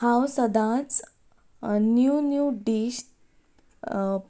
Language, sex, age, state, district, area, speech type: Goan Konkani, female, 18-30, Goa, Quepem, rural, spontaneous